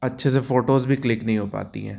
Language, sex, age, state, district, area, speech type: Hindi, male, 30-45, Madhya Pradesh, Jabalpur, urban, spontaneous